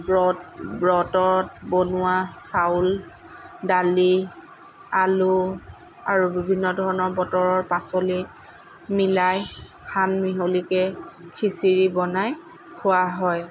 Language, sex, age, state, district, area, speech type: Assamese, female, 30-45, Assam, Lakhimpur, rural, spontaneous